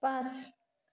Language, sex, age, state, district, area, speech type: Nepali, female, 30-45, West Bengal, Jalpaiguri, rural, read